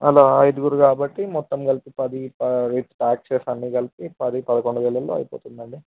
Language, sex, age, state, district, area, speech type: Telugu, male, 18-30, Telangana, Vikarabad, urban, conversation